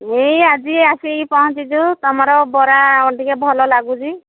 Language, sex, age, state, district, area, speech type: Odia, female, 60+, Odisha, Angul, rural, conversation